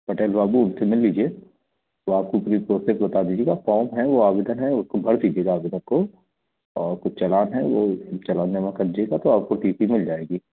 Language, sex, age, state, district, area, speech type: Hindi, male, 30-45, Madhya Pradesh, Katni, urban, conversation